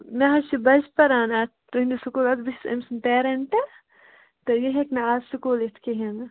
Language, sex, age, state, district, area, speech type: Kashmiri, female, 30-45, Jammu and Kashmir, Budgam, rural, conversation